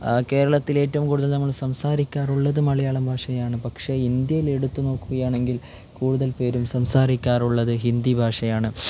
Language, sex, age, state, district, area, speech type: Malayalam, male, 18-30, Kerala, Kasaragod, urban, spontaneous